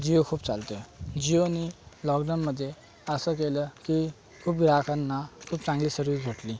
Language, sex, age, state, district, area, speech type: Marathi, male, 18-30, Maharashtra, Thane, urban, spontaneous